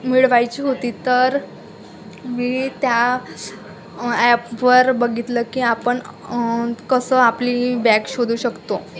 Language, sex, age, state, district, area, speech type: Marathi, female, 30-45, Maharashtra, Wardha, rural, spontaneous